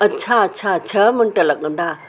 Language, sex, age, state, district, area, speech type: Sindhi, female, 60+, Maharashtra, Mumbai Suburban, urban, spontaneous